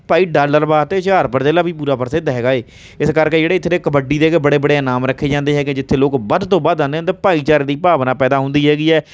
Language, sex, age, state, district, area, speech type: Punjabi, male, 30-45, Punjab, Hoshiarpur, rural, spontaneous